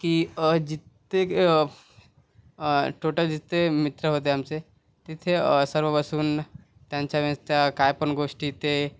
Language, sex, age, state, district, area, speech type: Marathi, male, 30-45, Maharashtra, Thane, urban, spontaneous